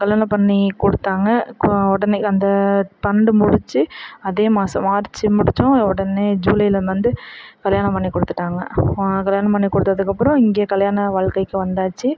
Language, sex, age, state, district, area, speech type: Tamil, female, 45-60, Tamil Nadu, Perambalur, rural, spontaneous